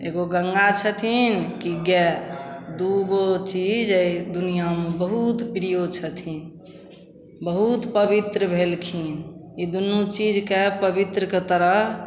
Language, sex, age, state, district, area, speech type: Maithili, female, 45-60, Bihar, Samastipur, rural, spontaneous